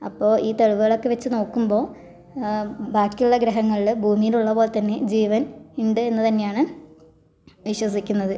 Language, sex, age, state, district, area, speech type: Malayalam, female, 18-30, Kerala, Thrissur, rural, spontaneous